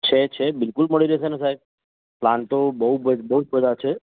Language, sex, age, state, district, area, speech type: Gujarati, male, 45-60, Gujarat, Ahmedabad, urban, conversation